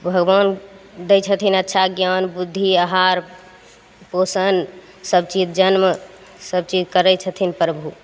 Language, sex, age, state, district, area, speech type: Maithili, female, 30-45, Bihar, Begusarai, urban, spontaneous